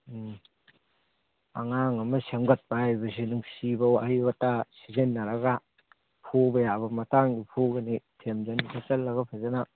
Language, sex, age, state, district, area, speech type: Manipuri, male, 30-45, Manipur, Thoubal, rural, conversation